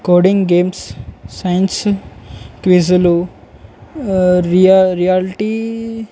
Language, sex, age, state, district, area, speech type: Telugu, male, 18-30, Telangana, Komaram Bheem, urban, spontaneous